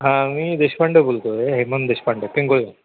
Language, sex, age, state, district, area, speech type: Marathi, male, 60+, Maharashtra, Sindhudurg, rural, conversation